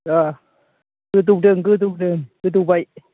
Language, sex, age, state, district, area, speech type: Bodo, female, 60+, Assam, Kokrajhar, urban, conversation